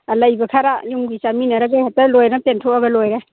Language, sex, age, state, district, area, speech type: Manipuri, female, 60+, Manipur, Churachandpur, urban, conversation